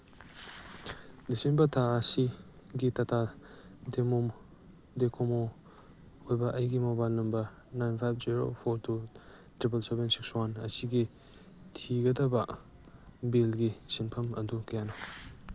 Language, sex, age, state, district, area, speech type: Manipuri, male, 18-30, Manipur, Kangpokpi, urban, read